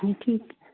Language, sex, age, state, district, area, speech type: Punjabi, female, 60+, Punjab, Barnala, rural, conversation